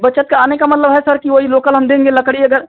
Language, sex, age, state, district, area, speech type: Hindi, male, 30-45, Uttar Pradesh, Azamgarh, rural, conversation